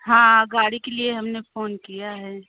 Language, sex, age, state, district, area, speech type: Hindi, female, 30-45, Uttar Pradesh, Prayagraj, rural, conversation